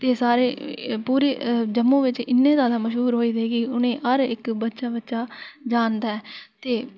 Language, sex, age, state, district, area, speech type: Dogri, female, 18-30, Jammu and Kashmir, Udhampur, rural, spontaneous